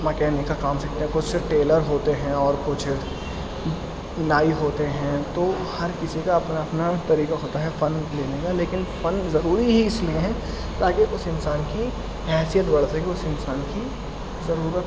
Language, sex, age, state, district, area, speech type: Urdu, male, 18-30, Delhi, East Delhi, urban, spontaneous